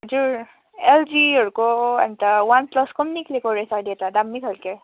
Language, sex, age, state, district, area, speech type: Nepali, female, 45-60, West Bengal, Kalimpong, rural, conversation